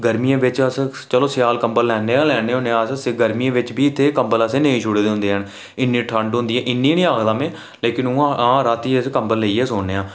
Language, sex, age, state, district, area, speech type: Dogri, male, 18-30, Jammu and Kashmir, Reasi, rural, spontaneous